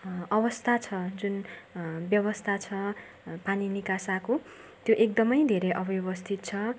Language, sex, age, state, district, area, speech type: Nepali, female, 18-30, West Bengal, Darjeeling, rural, spontaneous